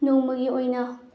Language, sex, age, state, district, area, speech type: Manipuri, female, 18-30, Manipur, Bishnupur, rural, spontaneous